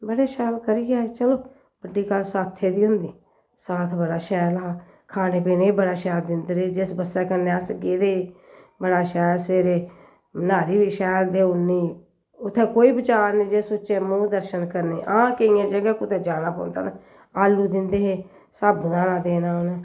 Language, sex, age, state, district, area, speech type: Dogri, female, 60+, Jammu and Kashmir, Jammu, urban, spontaneous